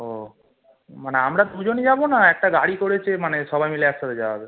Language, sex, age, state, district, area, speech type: Bengali, male, 18-30, West Bengal, Howrah, urban, conversation